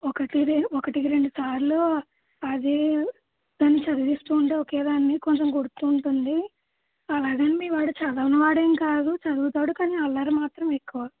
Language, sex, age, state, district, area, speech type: Telugu, female, 60+, Andhra Pradesh, East Godavari, urban, conversation